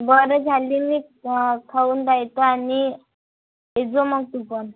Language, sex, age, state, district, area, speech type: Marathi, female, 18-30, Maharashtra, Amravati, rural, conversation